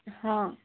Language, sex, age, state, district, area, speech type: Odia, female, 18-30, Odisha, Sambalpur, rural, conversation